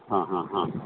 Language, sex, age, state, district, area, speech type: Kannada, male, 45-60, Karnataka, Udupi, rural, conversation